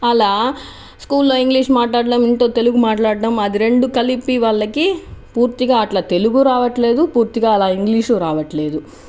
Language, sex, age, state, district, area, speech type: Telugu, female, 30-45, Andhra Pradesh, Chittoor, urban, spontaneous